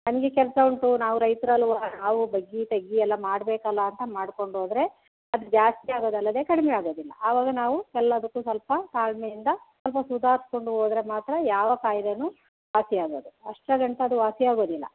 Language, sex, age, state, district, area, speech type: Kannada, female, 60+, Karnataka, Kodagu, rural, conversation